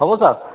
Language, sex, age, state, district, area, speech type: Assamese, male, 60+, Assam, Goalpara, urban, conversation